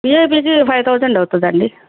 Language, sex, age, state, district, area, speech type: Telugu, female, 45-60, Andhra Pradesh, Guntur, urban, conversation